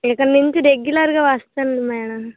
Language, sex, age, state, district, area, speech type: Telugu, female, 18-30, Andhra Pradesh, Vizianagaram, rural, conversation